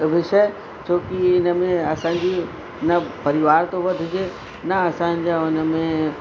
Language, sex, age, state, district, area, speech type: Sindhi, female, 60+, Uttar Pradesh, Lucknow, urban, spontaneous